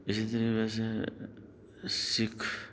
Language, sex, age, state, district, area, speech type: Urdu, male, 45-60, Delhi, Central Delhi, urban, spontaneous